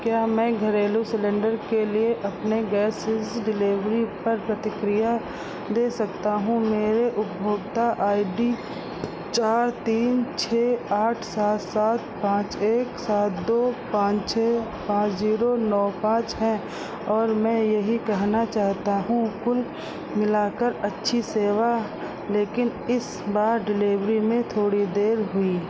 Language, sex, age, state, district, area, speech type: Hindi, female, 45-60, Uttar Pradesh, Sitapur, rural, read